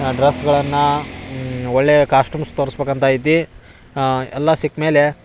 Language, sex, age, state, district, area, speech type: Kannada, male, 18-30, Karnataka, Dharwad, urban, spontaneous